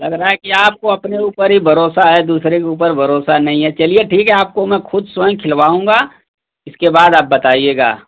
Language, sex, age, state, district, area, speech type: Hindi, male, 30-45, Uttar Pradesh, Mau, urban, conversation